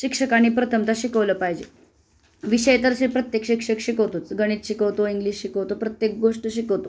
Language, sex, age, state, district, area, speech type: Marathi, female, 30-45, Maharashtra, Osmanabad, rural, spontaneous